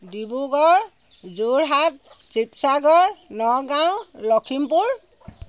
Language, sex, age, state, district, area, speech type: Assamese, female, 60+, Assam, Sivasagar, rural, spontaneous